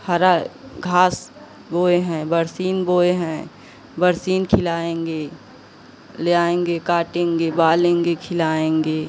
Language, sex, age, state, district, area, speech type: Hindi, female, 45-60, Uttar Pradesh, Pratapgarh, rural, spontaneous